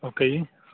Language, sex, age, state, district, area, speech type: Punjabi, male, 18-30, Punjab, Bathinda, urban, conversation